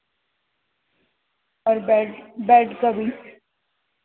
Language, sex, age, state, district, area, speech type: Urdu, female, 18-30, Delhi, North East Delhi, urban, conversation